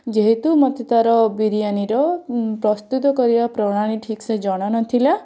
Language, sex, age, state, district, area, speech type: Odia, female, 18-30, Odisha, Bhadrak, rural, spontaneous